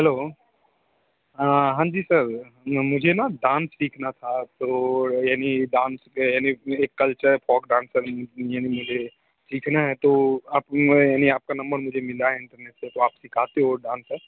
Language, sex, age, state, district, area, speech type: Hindi, male, 30-45, Bihar, Darbhanga, rural, conversation